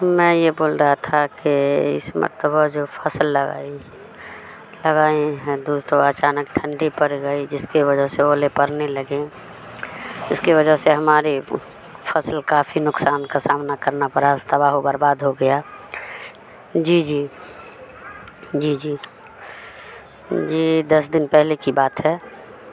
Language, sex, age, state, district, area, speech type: Urdu, female, 30-45, Bihar, Madhubani, rural, spontaneous